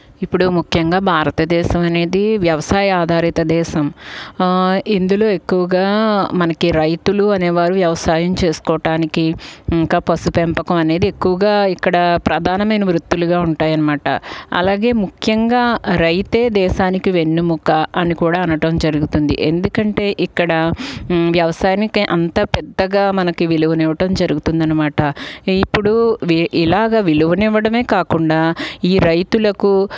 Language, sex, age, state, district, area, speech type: Telugu, female, 45-60, Andhra Pradesh, Guntur, urban, spontaneous